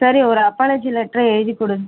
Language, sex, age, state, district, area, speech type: Tamil, female, 45-60, Tamil Nadu, Ariyalur, rural, conversation